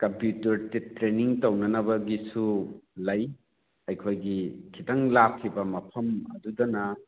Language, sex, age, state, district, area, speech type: Manipuri, male, 45-60, Manipur, Churachandpur, urban, conversation